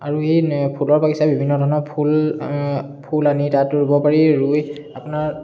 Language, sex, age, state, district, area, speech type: Assamese, male, 18-30, Assam, Charaideo, urban, spontaneous